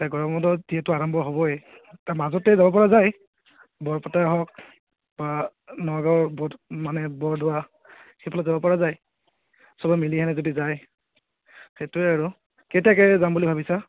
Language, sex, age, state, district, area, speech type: Assamese, male, 30-45, Assam, Goalpara, urban, conversation